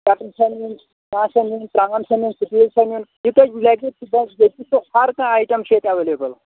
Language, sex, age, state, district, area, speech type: Kashmiri, male, 30-45, Jammu and Kashmir, Kulgam, rural, conversation